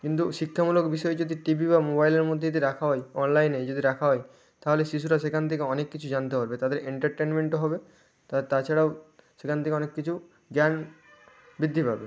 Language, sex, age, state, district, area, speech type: Bengali, male, 18-30, West Bengal, Nadia, rural, spontaneous